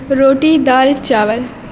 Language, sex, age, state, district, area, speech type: Urdu, female, 18-30, Bihar, Supaul, rural, spontaneous